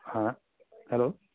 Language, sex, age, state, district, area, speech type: Assamese, female, 60+, Assam, Morigaon, urban, conversation